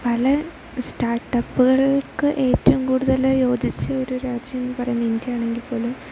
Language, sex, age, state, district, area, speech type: Malayalam, female, 18-30, Kerala, Idukki, rural, spontaneous